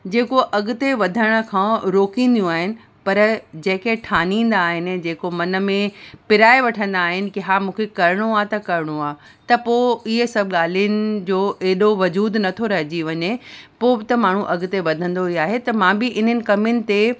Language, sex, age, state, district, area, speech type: Sindhi, female, 30-45, Uttar Pradesh, Lucknow, urban, spontaneous